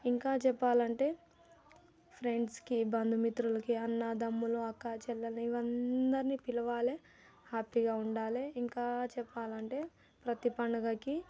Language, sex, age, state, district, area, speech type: Telugu, female, 18-30, Telangana, Nalgonda, rural, spontaneous